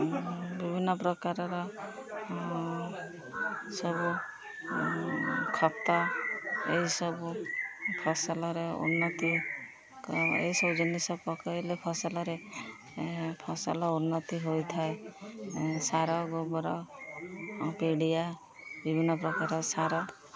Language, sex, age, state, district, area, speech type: Odia, female, 30-45, Odisha, Jagatsinghpur, rural, spontaneous